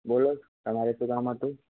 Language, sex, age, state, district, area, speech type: Gujarati, male, 18-30, Gujarat, Ahmedabad, urban, conversation